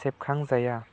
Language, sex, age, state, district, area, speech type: Bodo, male, 18-30, Assam, Udalguri, rural, spontaneous